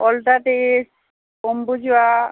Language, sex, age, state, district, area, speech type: Bengali, female, 18-30, West Bengal, Uttar Dinajpur, urban, conversation